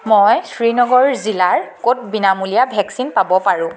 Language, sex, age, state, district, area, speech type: Assamese, female, 18-30, Assam, Sivasagar, rural, read